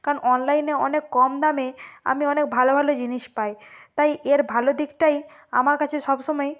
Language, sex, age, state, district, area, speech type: Bengali, female, 30-45, West Bengal, Purba Medinipur, rural, spontaneous